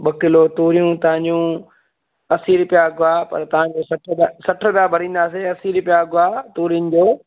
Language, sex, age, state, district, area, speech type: Sindhi, male, 45-60, Gujarat, Junagadh, rural, conversation